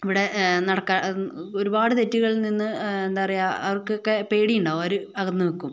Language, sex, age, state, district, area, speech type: Malayalam, female, 30-45, Kerala, Wayanad, rural, spontaneous